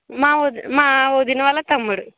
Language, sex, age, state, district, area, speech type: Telugu, female, 30-45, Andhra Pradesh, Kakinada, urban, conversation